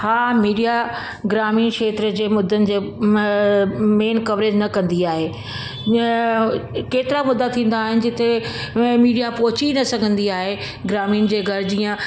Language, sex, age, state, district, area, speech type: Sindhi, female, 45-60, Delhi, South Delhi, urban, spontaneous